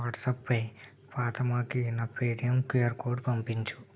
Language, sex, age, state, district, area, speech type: Telugu, male, 30-45, Andhra Pradesh, Krishna, urban, read